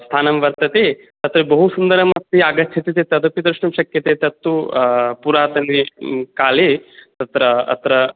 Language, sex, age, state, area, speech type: Sanskrit, male, 18-30, Tripura, rural, conversation